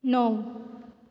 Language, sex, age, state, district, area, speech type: Goan Konkani, female, 18-30, Goa, Quepem, rural, read